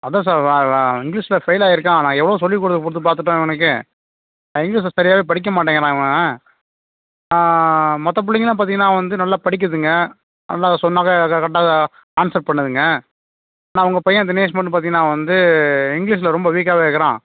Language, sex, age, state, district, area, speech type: Tamil, male, 30-45, Tamil Nadu, Nagapattinam, rural, conversation